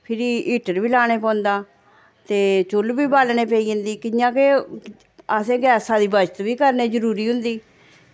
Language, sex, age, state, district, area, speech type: Dogri, female, 45-60, Jammu and Kashmir, Samba, urban, spontaneous